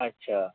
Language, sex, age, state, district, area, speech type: Bengali, male, 18-30, West Bengal, Purba Bardhaman, urban, conversation